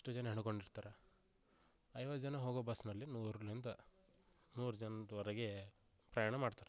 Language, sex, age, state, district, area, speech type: Kannada, male, 18-30, Karnataka, Gulbarga, rural, spontaneous